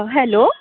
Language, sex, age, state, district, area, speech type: Marathi, female, 30-45, Maharashtra, Yavatmal, rural, conversation